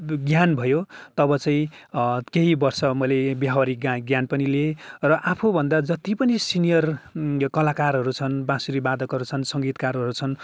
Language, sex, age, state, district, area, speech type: Nepali, male, 45-60, West Bengal, Kalimpong, rural, spontaneous